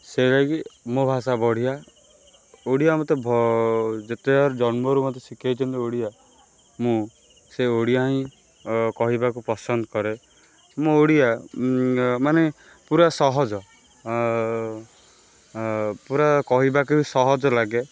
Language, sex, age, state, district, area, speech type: Odia, male, 18-30, Odisha, Kendrapara, urban, spontaneous